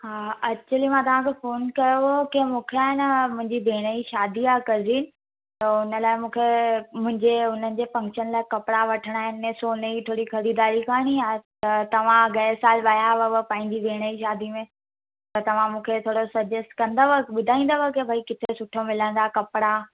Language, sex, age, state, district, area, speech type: Sindhi, female, 18-30, Gujarat, Surat, urban, conversation